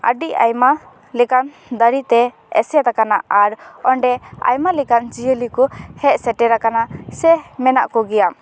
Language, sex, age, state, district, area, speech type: Santali, female, 18-30, West Bengal, Paschim Bardhaman, rural, spontaneous